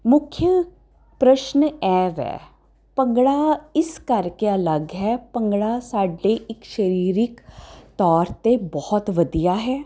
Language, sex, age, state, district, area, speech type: Punjabi, female, 30-45, Punjab, Jalandhar, urban, spontaneous